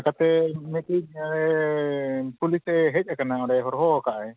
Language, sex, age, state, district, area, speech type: Santali, male, 45-60, Odisha, Mayurbhanj, rural, conversation